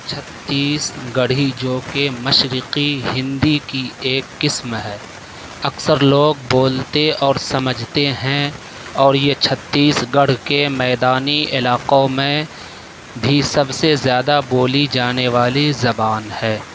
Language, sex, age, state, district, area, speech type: Urdu, male, 18-30, Delhi, South Delhi, urban, read